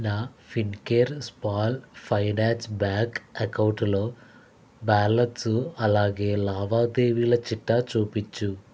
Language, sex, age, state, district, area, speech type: Telugu, male, 60+, Andhra Pradesh, Konaseema, rural, read